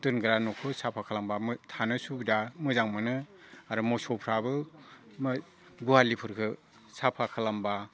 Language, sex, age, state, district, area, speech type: Bodo, male, 60+, Assam, Udalguri, rural, spontaneous